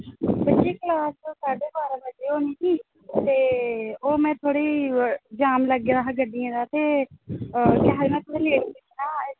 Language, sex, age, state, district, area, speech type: Dogri, female, 18-30, Jammu and Kashmir, Samba, rural, conversation